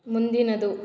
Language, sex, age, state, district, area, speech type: Kannada, female, 18-30, Karnataka, Mysore, urban, read